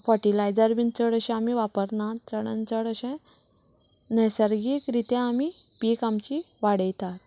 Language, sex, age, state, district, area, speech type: Goan Konkani, female, 30-45, Goa, Canacona, rural, spontaneous